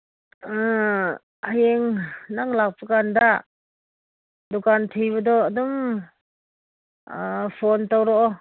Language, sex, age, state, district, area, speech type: Manipuri, female, 45-60, Manipur, Ukhrul, rural, conversation